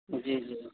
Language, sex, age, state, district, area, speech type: Urdu, male, 18-30, Delhi, South Delhi, urban, conversation